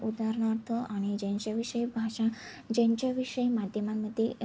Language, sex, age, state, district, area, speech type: Marathi, female, 18-30, Maharashtra, Ahmednagar, rural, spontaneous